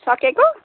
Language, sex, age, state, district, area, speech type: Nepali, female, 60+, West Bengal, Alipurduar, urban, conversation